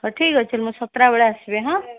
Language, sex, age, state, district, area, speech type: Odia, female, 30-45, Odisha, Koraput, urban, conversation